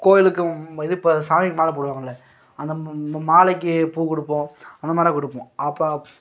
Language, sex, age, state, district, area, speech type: Tamil, male, 18-30, Tamil Nadu, Coimbatore, rural, spontaneous